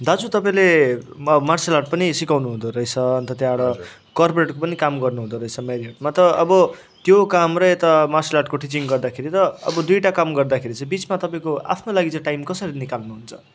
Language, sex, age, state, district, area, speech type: Nepali, male, 45-60, West Bengal, Darjeeling, rural, spontaneous